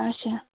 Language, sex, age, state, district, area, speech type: Kashmiri, female, 30-45, Jammu and Kashmir, Pulwama, urban, conversation